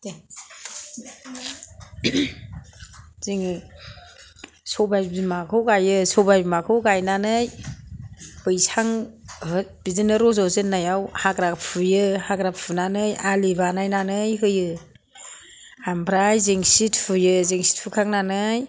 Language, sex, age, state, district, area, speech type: Bodo, female, 60+, Assam, Kokrajhar, rural, spontaneous